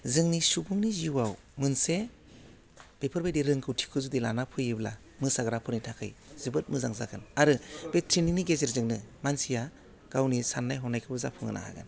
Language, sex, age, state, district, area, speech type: Bodo, male, 30-45, Assam, Udalguri, rural, spontaneous